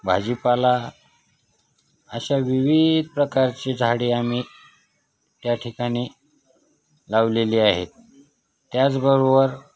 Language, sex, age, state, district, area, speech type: Marathi, male, 45-60, Maharashtra, Osmanabad, rural, spontaneous